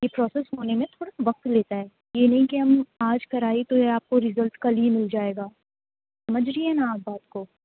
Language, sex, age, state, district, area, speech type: Urdu, female, 18-30, Delhi, East Delhi, urban, conversation